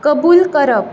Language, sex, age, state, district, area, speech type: Goan Konkani, female, 18-30, Goa, Bardez, urban, read